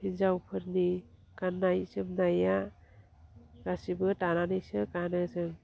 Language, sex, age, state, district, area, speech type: Bodo, female, 60+, Assam, Chirang, rural, spontaneous